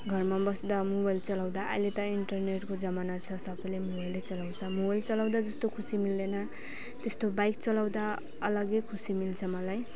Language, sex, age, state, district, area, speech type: Nepali, female, 30-45, West Bengal, Alipurduar, urban, spontaneous